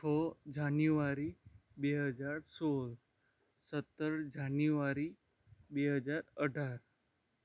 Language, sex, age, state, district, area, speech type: Gujarati, male, 18-30, Gujarat, Anand, rural, spontaneous